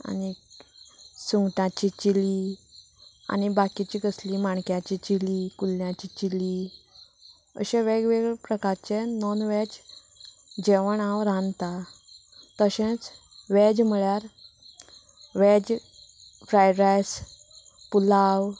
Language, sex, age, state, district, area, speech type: Goan Konkani, female, 30-45, Goa, Canacona, rural, spontaneous